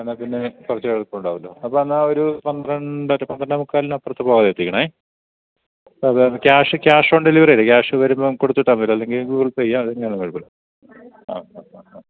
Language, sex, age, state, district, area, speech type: Malayalam, male, 45-60, Kerala, Idukki, rural, conversation